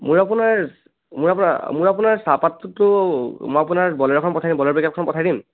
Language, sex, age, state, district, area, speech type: Assamese, male, 18-30, Assam, Biswanath, rural, conversation